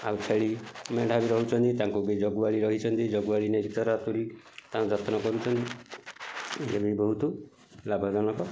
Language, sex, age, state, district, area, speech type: Odia, male, 45-60, Odisha, Kendujhar, urban, spontaneous